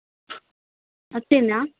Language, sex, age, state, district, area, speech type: Telugu, female, 30-45, Telangana, Hanamkonda, rural, conversation